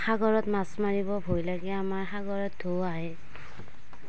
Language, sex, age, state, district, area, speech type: Assamese, female, 45-60, Assam, Darrang, rural, spontaneous